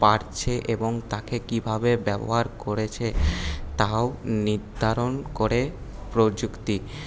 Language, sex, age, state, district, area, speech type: Bengali, male, 18-30, West Bengal, Paschim Bardhaman, urban, spontaneous